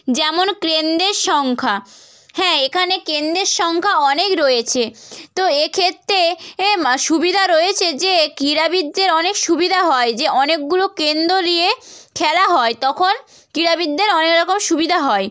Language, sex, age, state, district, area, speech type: Bengali, female, 18-30, West Bengal, Nadia, rural, spontaneous